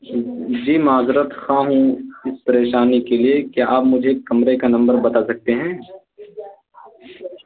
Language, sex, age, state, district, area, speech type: Urdu, male, 18-30, Uttar Pradesh, Balrampur, rural, conversation